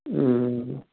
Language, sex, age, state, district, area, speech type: Manipuri, male, 45-60, Manipur, Imphal West, urban, conversation